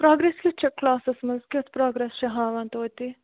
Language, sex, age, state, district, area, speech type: Kashmiri, female, 30-45, Jammu and Kashmir, Bandipora, rural, conversation